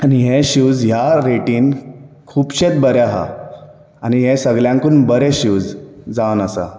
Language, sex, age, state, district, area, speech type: Goan Konkani, male, 18-30, Goa, Bardez, rural, spontaneous